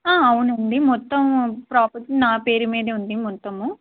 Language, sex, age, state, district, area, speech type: Telugu, female, 18-30, Andhra Pradesh, Krishna, urban, conversation